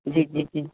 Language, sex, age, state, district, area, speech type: Sindhi, female, 60+, Rajasthan, Ajmer, urban, conversation